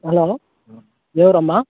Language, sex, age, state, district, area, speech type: Telugu, male, 18-30, Telangana, Khammam, urban, conversation